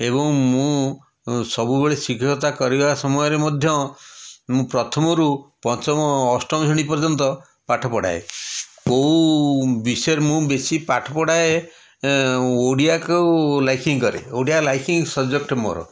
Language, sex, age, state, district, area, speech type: Odia, male, 60+, Odisha, Puri, urban, spontaneous